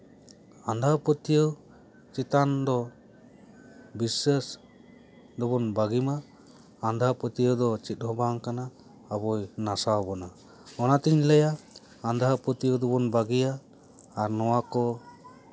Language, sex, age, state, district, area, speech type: Santali, male, 30-45, West Bengal, Paschim Bardhaman, urban, spontaneous